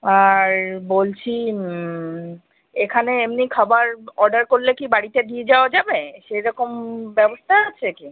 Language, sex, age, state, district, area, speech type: Bengali, female, 30-45, West Bengal, Kolkata, urban, conversation